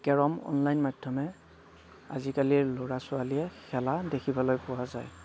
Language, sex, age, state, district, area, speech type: Assamese, male, 30-45, Assam, Darrang, rural, spontaneous